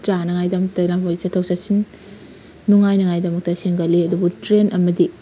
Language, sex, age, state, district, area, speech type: Manipuri, female, 18-30, Manipur, Kakching, rural, spontaneous